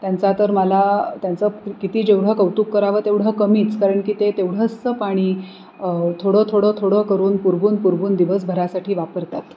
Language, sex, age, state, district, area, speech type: Marathi, female, 45-60, Maharashtra, Pune, urban, spontaneous